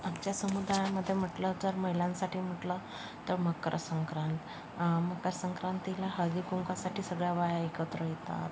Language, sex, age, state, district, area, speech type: Marathi, female, 60+, Maharashtra, Yavatmal, rural, spontaneous